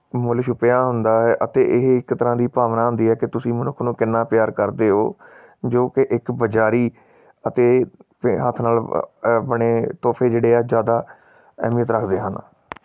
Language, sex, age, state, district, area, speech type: Punjabi, male, 30-45, Punjab, Tarn Taran, urban, spontaneous